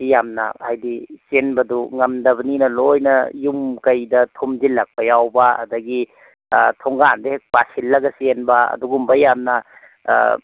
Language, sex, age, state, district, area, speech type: Manipuri, male, 45-60, Manipur, Imphal East, rural, conversation